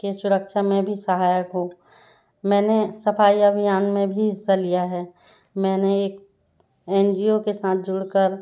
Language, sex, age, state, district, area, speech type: Hindi, female, 45-60, Madhya Pradesh, Balaghat, rural, spontaneous